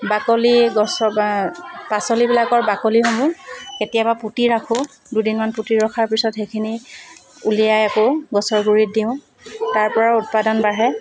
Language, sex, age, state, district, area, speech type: Assamese, female, 45-60, Assam, Dibrugarh, urban, spontaneous